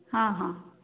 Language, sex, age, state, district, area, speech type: Odia, female, 45-60, Odisha, Sambalpur, rural, conversation